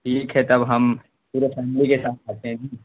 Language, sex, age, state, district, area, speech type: Urdu, male, 18-30, Bihar, Saharsa, rural, conversation